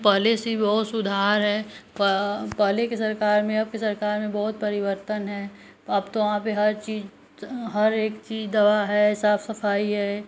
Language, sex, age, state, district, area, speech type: Hindi, female, 30-45, Uttar Pradesh, Ghazipur, rural, spontaneous